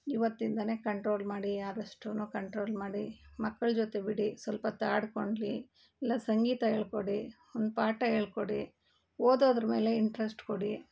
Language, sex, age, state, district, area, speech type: Kannada, female, 30-45, Karnataka, Bangalore Urban, urban, spontaneous